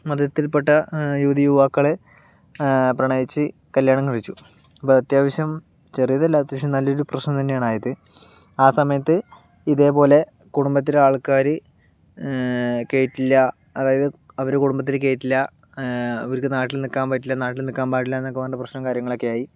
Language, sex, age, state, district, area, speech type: Malayalam, male, 30-45, Kerala, Palakkad, rural, spontaneous